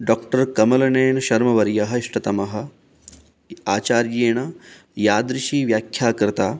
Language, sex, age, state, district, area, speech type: Sanskrit, male, 30-45, Rajasthan, Ajmer, urban, spontaneous